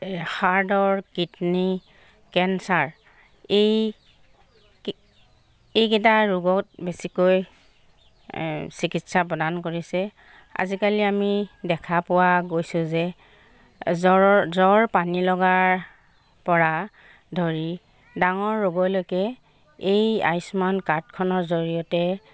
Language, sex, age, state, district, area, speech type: Assamese, female, 45-60, Assam, Jorhat, urban, spontaneous